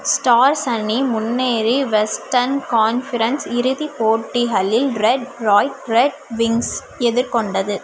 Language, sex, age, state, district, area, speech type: Tamil, female, 30-45, Tamil Nadu, Madurai, urban, read